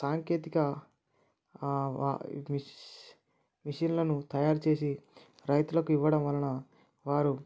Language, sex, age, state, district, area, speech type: Telugu, male, 18-30, Telangana, Mancherial, rural, spontaneous